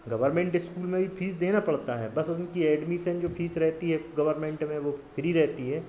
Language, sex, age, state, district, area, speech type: Hindi, male, 45-60, Madhya Pradesh, Hoshangabad, rural, spontaneous